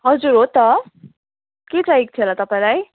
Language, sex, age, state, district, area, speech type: Nepali, female, 18-30, West Bengal, Jalpaiguri, urban, conversation